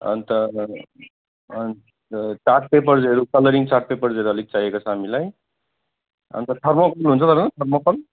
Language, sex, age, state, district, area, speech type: Nepali, male, 30-45, West Bengal, Alipurduar, urban, conversation